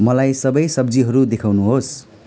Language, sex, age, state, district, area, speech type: Nepali, male, 30-45, West Bengal, Alipurduar, urban, read